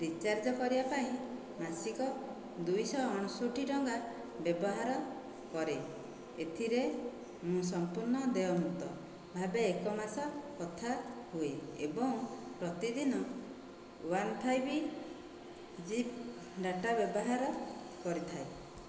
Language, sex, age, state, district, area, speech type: Odia, female, 45-60, Odisha, Dhenkanal, rural, spontaneous